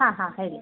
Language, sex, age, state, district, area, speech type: Kannada, female, 30-45, Karnataka, Dakshina Kannada, rural, conversation